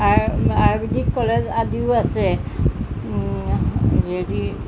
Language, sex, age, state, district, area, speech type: Assamese, female, 60+, Assam, Jorhat, urban, spontaneous